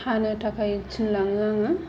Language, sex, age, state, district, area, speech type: Bodo, female, 30-45, Assam, Kokrajhar, rural, spontaneous